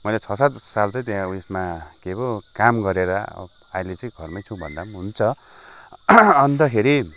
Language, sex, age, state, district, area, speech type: Nepali, male, 45-60, West Bengal, Kalimpong, rural, spontaneous